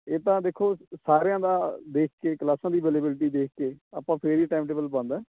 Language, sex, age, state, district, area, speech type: Punjabi, male, 30-45, Punjab, Kapurthala, urban, conversation